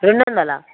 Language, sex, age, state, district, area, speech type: Telugu, female, 18-30, Telangana, Medchal, urban, conversation